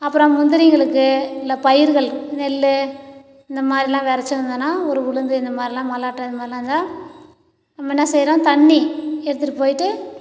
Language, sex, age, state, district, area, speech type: Tamil, female, 60+, Tamil Nadu, Cuddalore, rural, spontaneous